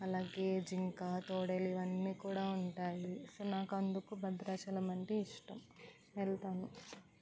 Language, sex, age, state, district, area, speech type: Telugu, female, 18-30, Andhra Pradesh, East Godavari, rural, spontaneous